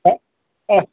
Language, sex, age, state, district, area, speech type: Hindi, male, 45-60, Uttar Pradesh, Chandauli, rural, conversation